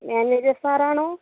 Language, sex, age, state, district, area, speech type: Malayalam, female, 30-45, Kerala, Thiruvananthapuram, rural, conversation